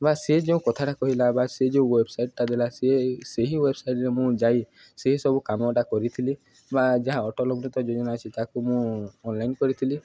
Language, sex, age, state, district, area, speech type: Odia, male, 18-30, Odisha, Nuapada, urban, spontaneous